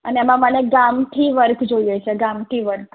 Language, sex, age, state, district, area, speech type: Gujarati, female, 30-45, Gujarat, Anand, rural, conversation